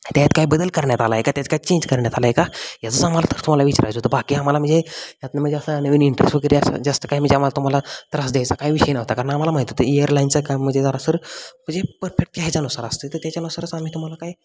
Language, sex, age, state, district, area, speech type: Marathi, male, 18-30, Maharashtra, Satara, rural, spontaneous